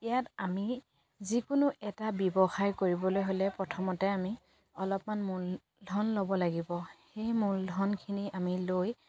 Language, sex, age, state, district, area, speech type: Assamese, female, 45-60, Assam, Dibrugarh, rural, spontaneous